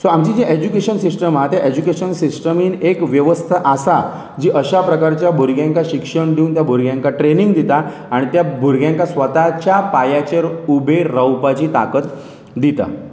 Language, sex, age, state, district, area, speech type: Goan Konkani, male, 30-45, Goa, Pernem, rural, spontaneous